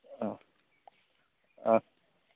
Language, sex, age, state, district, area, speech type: Hindi, male, 30-45, Bihar, Madhepura, rural, conversation